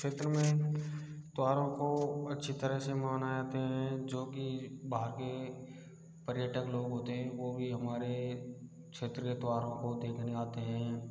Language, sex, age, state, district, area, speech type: Hindi, male, 60+, Rajasthan, Karauli, rural, spontaneous